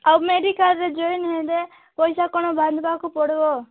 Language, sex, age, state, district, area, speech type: Odia, female, 45-60, Odisha, Nabarangpur, rural, conversation